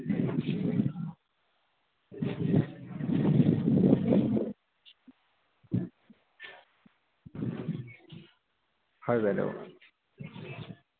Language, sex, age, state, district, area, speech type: Assamese, male, 18-30, Assam, Dibrugarh, rural, conversation